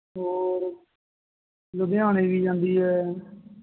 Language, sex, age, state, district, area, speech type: Punjabi, male, 18-30, Punjab, Mohali, rural, conversation